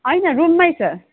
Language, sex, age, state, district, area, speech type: Nepali, female, 30-45, West Bengal, Jalpaiguri, urban, conversation